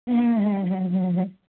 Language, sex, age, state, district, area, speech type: Bengali, female, 30-45, West Bengal, Nadia, rural, conversation